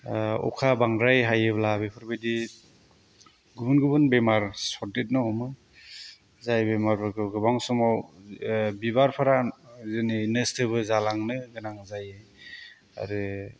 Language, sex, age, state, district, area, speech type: Bodo, male, 30-45, Assam, Kokrajhar, rural, spontaneous